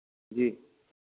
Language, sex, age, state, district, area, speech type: Hindi, male, 45-60, Uttar Pradesh, Lucknow, rural, conversation